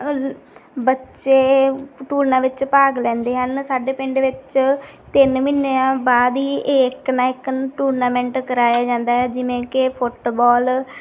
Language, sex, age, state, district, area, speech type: Punjabi, female, 18-30, Punjab, Bathinda, rural, spontaneous